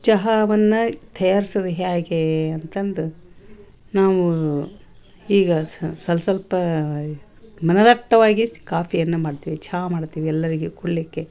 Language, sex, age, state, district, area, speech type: Kannada, female, 60+, Karnataka, Koppal, rural, spontaneous